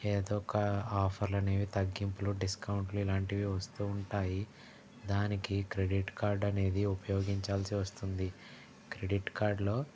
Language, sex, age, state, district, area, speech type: Telugu, male, 60+, Andhra Pradesh, Konaseema, urban, spontaneous